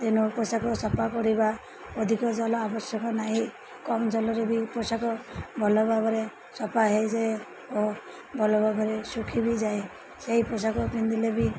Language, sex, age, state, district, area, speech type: Odia, female, 30-45, Odisha, Malkangiri, urban, spontaneous